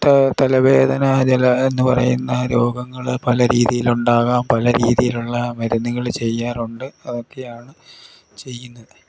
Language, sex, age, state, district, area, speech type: Malayalam, male, 60+, Kerala, Idukki, rural, spontaneous